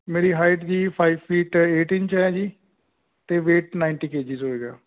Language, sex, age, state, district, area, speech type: Punjabi, male, 30-45, Punjab, Kapurthala, urban, conversation